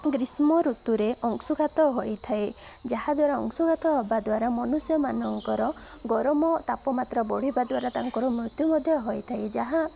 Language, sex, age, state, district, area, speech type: Odia, male, 18-30, Odisha, Koraput, urban, spontaneous